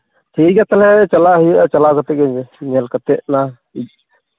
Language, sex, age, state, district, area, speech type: Santali, male, 30-45, Jharkhand, East Singhbhum, rural, conversation